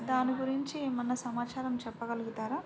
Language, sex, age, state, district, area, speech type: Telugu, female, 18-30, Telangana, Bhadradri Kothagudem, rural, spontaneous